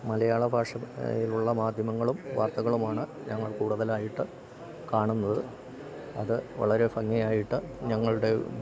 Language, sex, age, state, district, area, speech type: Malayalam, male, 60+, Kerala, Idukki, rural, spontaneous